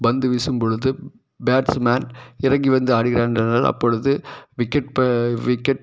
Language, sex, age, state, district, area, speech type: Tamil, male, 30-45, Tamil Nadu, Tiruppur, rural, spontaneous